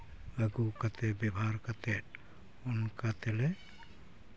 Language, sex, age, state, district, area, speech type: Santali, male, 60+, Jharkhand, East Singhbhum, rural, spontaneous